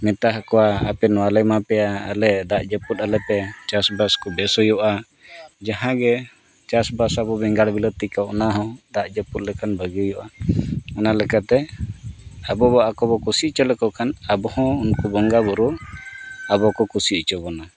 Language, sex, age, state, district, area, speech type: Santali, male, 45-60, Odisha, Mayurbhanj, rural, spontaneous